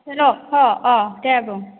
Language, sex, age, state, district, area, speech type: Bodo, female, 45-60, Assam, Baksa, rural, conversation